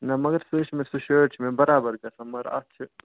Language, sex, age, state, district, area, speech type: Kashmiri, male, 30-45, Jammu and Kashmir, Srinagar, urban, conversation